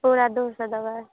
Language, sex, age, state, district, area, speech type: Maithili, female, 18-30, Bihar, Saharsa, rural, conversation